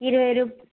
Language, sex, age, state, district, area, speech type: Telugu, female, 18-30, Andhra Pradesh, N T Rama Rao, urban, conversation